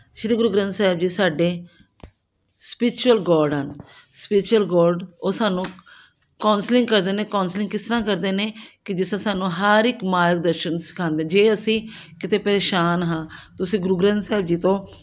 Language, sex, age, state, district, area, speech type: Punjabi, female, 60+, Punjab, Amritsar, urban, spontaneous